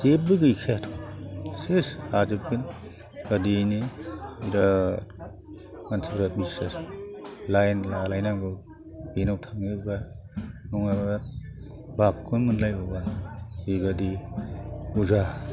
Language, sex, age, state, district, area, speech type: Bodo, male, 60+, Assam, Chirang, rural, spontaneous